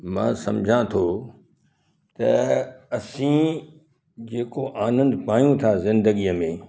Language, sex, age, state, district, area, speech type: Sindhi, male, 60+, Gujarat, Kutch, urban, spontaneous